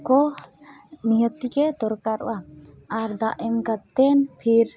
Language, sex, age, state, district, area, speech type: Santali, female, 18-30, Jharkhand, Seraikela Kharsawan, rural, spontaneous